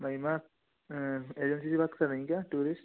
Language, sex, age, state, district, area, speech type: Hindi, male, 30-45, Madhya Pradesh, Gwalior, rural, conversation